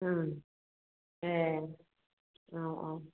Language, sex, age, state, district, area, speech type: Bodo, female, 45-60, Assam, Chirang, rural, conversation